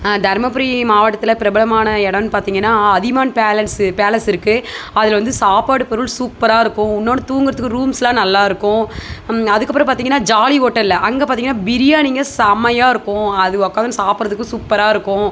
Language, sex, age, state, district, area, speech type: Tamil, female, 30-45, Tamil Nadu, Dharmapuri, rural, spontaneous